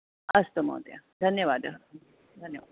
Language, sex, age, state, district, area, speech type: Sanskrit, female, 45-60, Maharashtra, Pune, urban, conversation